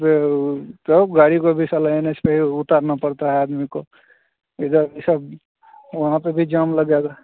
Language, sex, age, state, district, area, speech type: Hindi, male, 30-45, Bihar, Begusarai, rural, conversation